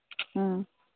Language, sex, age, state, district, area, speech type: Manipuri, female, 45-60, Manipur, Imphal East, rural, conversation